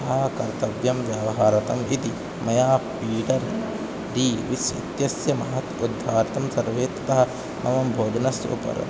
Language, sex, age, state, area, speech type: Sanskrit, male, 18-30, Uttar Pradesh, urban, spontaneous